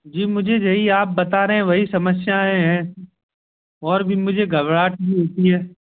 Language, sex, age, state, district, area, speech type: Hindi, male, 18-30, Madhya Pradesh, Gwalior, urban, conversation